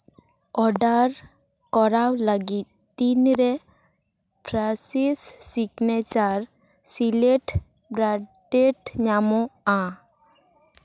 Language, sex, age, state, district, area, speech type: Santali, female, 18-30, West Bengal, Purba Bardhaman, rural, read